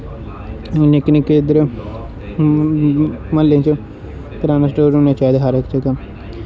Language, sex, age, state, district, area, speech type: Dogri, male, 18-30, Jammu and Kashmir, Jammu, rural, spontaneous